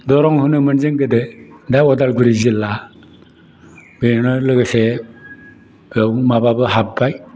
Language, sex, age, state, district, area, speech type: Bodo, male, 60+, Assam, Udalguri, rural, spontaneous